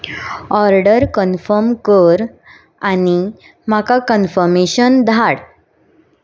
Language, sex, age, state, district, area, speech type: Goan Konkani, female, 18-30, Goa, Ponda, rural, read